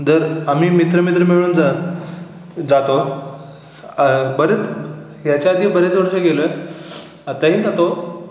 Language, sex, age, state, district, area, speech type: Marathi, male, 18-30, Maharashtra, Sangli, rural, spontaneous